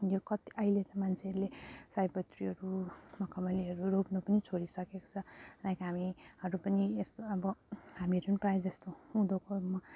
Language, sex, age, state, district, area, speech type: Nepali, female, 30-45, West Bengal, Jalpaiguri, urban, spontaneous